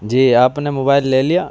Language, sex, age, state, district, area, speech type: Urdu, male, 18-30, Delhi, East Delhi, urban, spontaneous